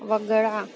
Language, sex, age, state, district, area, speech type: Marathi, female, 45-60, Maharashtra, Akola, rural, read